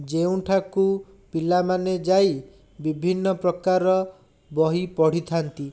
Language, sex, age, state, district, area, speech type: Odia, male, 60+, Odisha, Bhadrak, rural, spontaneous